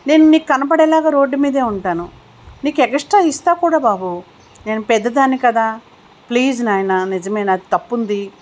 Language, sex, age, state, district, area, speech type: Telugu, female, 60+, Telangana, Hyderabad, urban, spontaneous